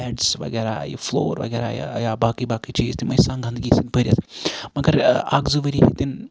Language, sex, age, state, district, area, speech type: Kashmiri, male, 45-60, Jammu and Kashmir, Srinagar, urban, spontaneous